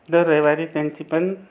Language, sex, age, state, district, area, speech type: Marathi, other, 30-45, Maharashtra, Buldhana, urban, spontaneous